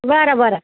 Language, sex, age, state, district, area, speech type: Marathi, female, 60+, Maharashtra, Nanded, urban, conversation